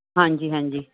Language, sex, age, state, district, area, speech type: Punjabi, female, 60+, Punjab, Muktsar, urban, conversation